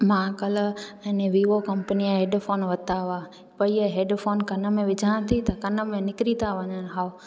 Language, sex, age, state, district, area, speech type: Sindhi, female, 18-30, Gujarat, Junagadh, urban, spontaneous